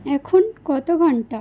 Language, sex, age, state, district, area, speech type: Bengali, female, 18-30, West Bengal, Howrah, urban, read